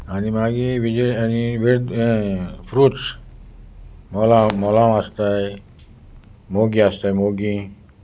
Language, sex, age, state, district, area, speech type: Goan Konkani, male, 60+, Goa, Salcete, rural, spontaneous